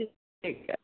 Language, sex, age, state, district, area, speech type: Sindhi, female, 18-30, Delhi, South Delhi, urban, conversation